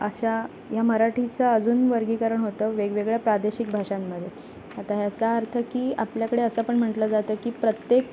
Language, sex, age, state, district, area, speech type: Marathi, female, 18-30, Maharashtra, Ratnagiri, rural, spontaneous